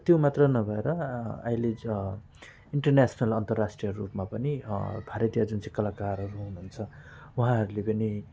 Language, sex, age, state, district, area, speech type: Nepali, male, 45-60, West Bengal, Alipurduar, rural, spontaneous